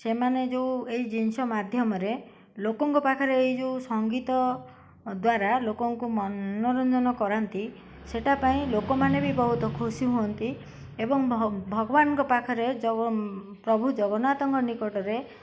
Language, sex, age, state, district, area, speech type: Odia, female, 60+, Odisha, Koraput, urban, spontaneous